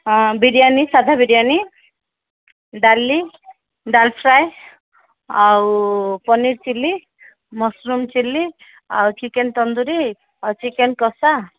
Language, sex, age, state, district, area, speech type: Odia, female, 30-45, Odisha, Koraput, urban, conversation